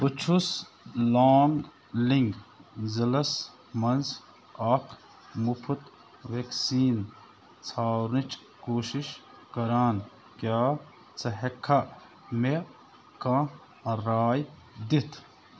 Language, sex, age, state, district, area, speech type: Kashmiri, male, 30-45, Jammu and Kashmir, Bandipora, rural, read